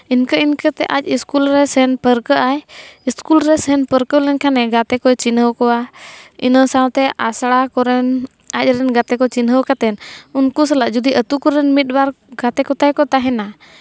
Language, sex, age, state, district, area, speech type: Santali, female, 18-30, Jharkhand, East Singhbhum, rural, spontaneous